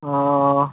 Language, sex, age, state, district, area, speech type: Bengali, male, 18-30, West Bengal, North 24 Parganas, rural, conversation